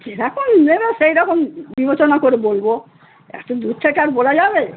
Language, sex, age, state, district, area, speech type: Bengali, female, 60+, West Bengal, Darjeeling, rural, conversation